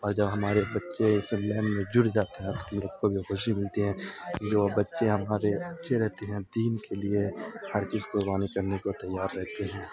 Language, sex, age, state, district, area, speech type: Urdu, male, 30-45, Bihar, Supaul, rural, spontaneous